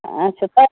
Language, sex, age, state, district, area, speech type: Kashmiri, female, 30-45, Jammu and Kashmir, Ganderbal, rural, conversation